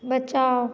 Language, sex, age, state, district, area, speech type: Maithili, female, 18-30, Bihar, Madhubani, rural, read